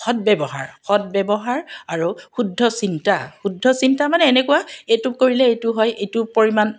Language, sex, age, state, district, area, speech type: Assamese, female, 45-60, Assam, Dibrugarh, urban, spontaneous